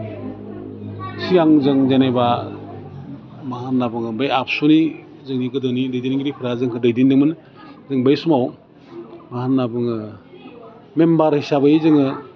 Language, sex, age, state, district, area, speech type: Bodo, male, 45-60, Assam, Udalguri, urban, spontaneous